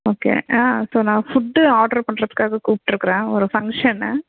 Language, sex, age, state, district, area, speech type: Tamil, female, 30-45, Tamil Nadu, Erode, rural, conversation